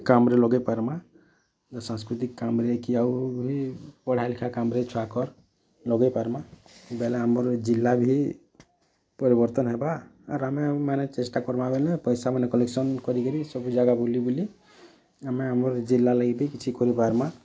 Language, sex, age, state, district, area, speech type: Odia, male, 45-60, Odisha, Bargarh, urban, spontaneous